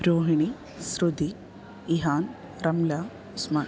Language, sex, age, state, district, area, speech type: Malayalam, female, 30-45, Kerala, Thrissur, urban, spontaneous